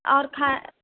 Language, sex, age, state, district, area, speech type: Urdu, female, 18-30, Uttar Pradesh, Mau, urban, conversation